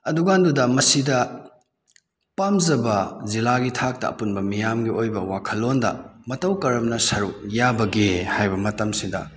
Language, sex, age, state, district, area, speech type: Manipuri, male, 18-30, Manipur, Kakching, rural, spontaneous